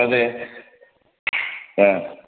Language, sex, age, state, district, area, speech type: Malayalam, male, 45-60, Kerala, Kasaragod, urban, conversation